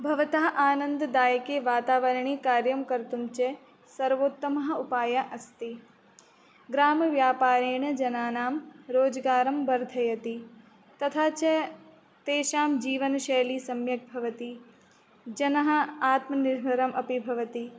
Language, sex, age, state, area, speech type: Sanskrit, female, 18-30, Uttar Pradesh, rural, spontaneous